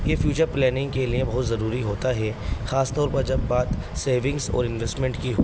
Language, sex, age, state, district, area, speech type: Urdu, male, 18-30, Delhi, North East Delhi, urban, spontaneous